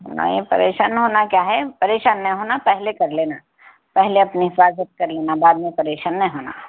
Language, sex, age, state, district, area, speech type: Urdu, female, 60+, Telangana, Hyderabad, urban, conversation